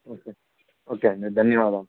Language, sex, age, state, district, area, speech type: Telugu, male, 18-30, Andhra Pradesh, Sri Satya Sai, urban, conversation